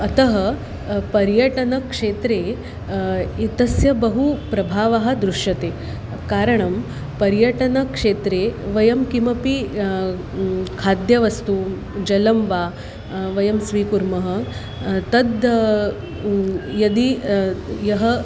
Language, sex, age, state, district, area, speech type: Sanskrit, female, 30-45, Maharashtra, Nagpur, urban, spontaneous